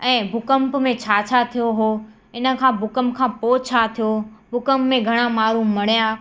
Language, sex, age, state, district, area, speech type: Sindhi, female, 18-30, Gujarat, Kutch, urban, spontaneous